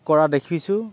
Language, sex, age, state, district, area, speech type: Assamese, male, 18-30, Assam, Dibrugarh, rural, spontaneous